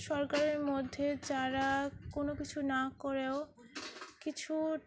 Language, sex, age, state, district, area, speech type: Bengali, female, 18-30, West Bengal, Dakshin Dinajpur, urban, spontaneous